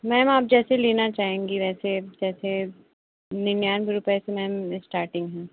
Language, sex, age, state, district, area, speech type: Hindi, female, 18-30, Uttar Pradesh, Pratapgarh, rural, conversation